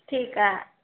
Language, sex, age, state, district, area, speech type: Marathi, female, 45-60, Maharashtra, Buldhana, rural, conversation